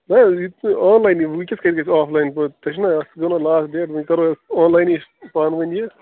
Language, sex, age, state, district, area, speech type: Kashmiri, male, 30-45, Jammu and Kashmir, Bandipora, rural, conversation